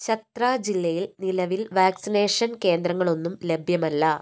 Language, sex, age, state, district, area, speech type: Malayalam, male, 30-45, Kerala, Wayanad, rural, read